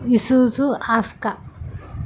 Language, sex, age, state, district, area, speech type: Telugu, female, 18-30, Telangana, Ranga Reddy, urban, spontaneous